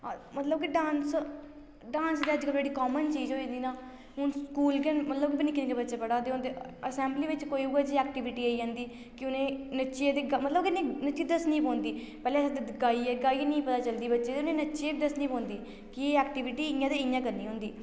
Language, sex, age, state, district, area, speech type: Dogri, female, 18-30, Jammu and Kashmir, Reasi, rural, spontaneous